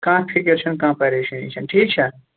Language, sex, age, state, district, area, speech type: Kashmiri, female, 30-45, Jammu and Kashmir, Kulgam, rural, conversation